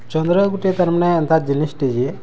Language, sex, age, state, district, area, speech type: Odia, male, 30-45, Odisha, Bargarh, urban, spontaneous